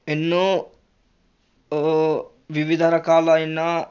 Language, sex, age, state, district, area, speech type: Telugu, male, 18-30, Telangana, Ranga Reddy, urban, spontaneous